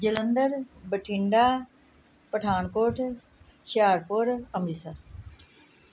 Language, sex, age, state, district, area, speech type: Punjabi, female, 45-60, Punjab, Gurdaspur, urban, spontaneous